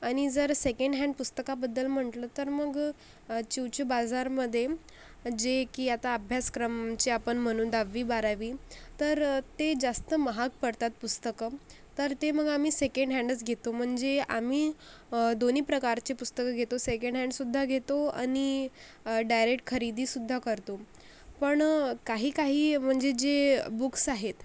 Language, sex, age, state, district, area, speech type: Marathi, female, 45-60, Maharashtra, Akola, rural, spontaneous